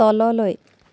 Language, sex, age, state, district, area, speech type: Assamese, female, 45-60, Assam, Dibrugarh, rural, read